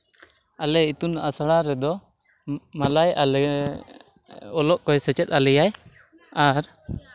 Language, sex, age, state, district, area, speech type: Santali, male, 18-30, Jharkhand, East Singhbhum, rural, spontaneous